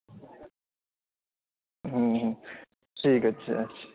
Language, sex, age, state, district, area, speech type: Bengali, male, 30-45, West Bengal, Kolkata, urban, conversation